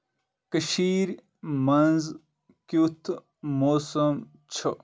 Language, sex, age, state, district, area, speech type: Kashmiri, male, 30-45, Jammu and Kashmir, Kupwara, rural, read